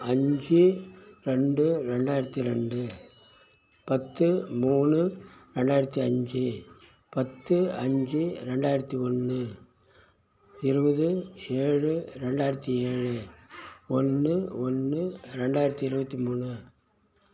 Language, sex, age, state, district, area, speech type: Tamil, male, 60+, Tamil Nadu, Kallakurichi, urban, spontaneous